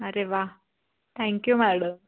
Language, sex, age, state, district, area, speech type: Marathi, female, 18-30, Maharashtra, Pune, urban, conversation